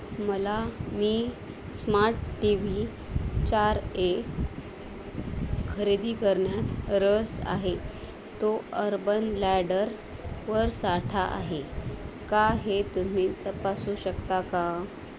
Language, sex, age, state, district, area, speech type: Marathi, female, 30-45, Maharashtra, Nanded, urban, read